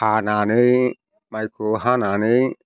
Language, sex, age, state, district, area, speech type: Bodo, male, 60+, Assam, Chirang, rural, spontaneous